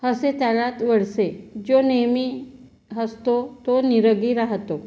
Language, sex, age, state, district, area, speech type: Marathi, female, 30-45, Maharashtra, Gondia, rural, spontaneous